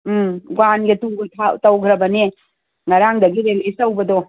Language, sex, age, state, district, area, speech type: Manipuri, female, 60+, Manipur, Imphal East, rural, conversation